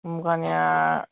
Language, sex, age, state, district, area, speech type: Bodo, male, 18-30, Assam, Kokrajhar, rural, conversation